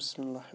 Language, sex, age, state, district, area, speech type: Kashmiri, male, 30-45, Jammu and Kashmir, Shopian, rural, spontaneous